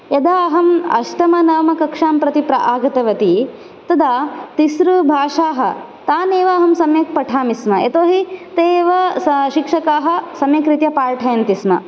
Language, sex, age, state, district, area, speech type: Sanskrit, female, 18-30, Karnataka, Koppal, rural, spontaneous